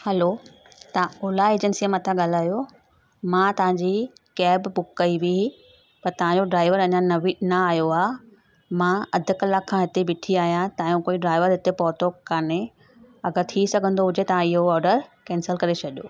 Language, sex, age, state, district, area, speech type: Sindhi, female, 45-60, Gujarat, Surat, urban, spontaneous